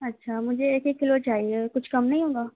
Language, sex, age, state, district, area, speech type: Urdu, female, 18-30, Uttar Pradesh, Gautam Buddha Nagar, urban, conversation